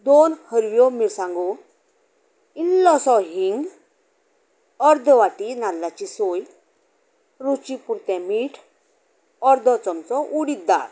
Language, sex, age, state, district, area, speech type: Goan Konkani, female, 60+, Goa, Canacona, rural, spontaneous